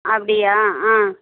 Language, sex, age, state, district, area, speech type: Tamil, female, 60+, Tamil Nadu, Coimbatore, rural, conversation